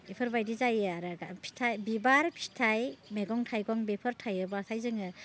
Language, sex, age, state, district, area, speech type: Bodo, female, 45-60, Assam, Baksa, rural, spontaneous